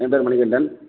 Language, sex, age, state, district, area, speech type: Tamil, male, 45-60, Tamil Nadu, Tenkasi, rural, conversation